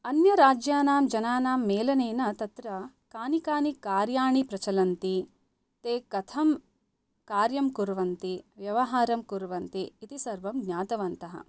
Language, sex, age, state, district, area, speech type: Sanskrit, female, 30-45, Karnataka, Bangalore Urban, urban, spontaneous